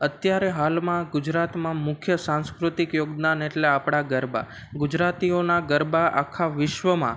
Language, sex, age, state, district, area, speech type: Gujarati, male, 18-30, Gujarat, Ahmedabad, urban, spontaneous